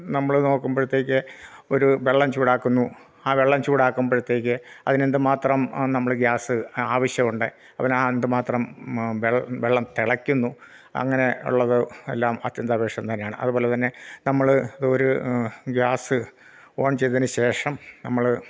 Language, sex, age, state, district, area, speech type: Malayalam, male, 45-60, Kerala, Kottayam, rural, spontaneous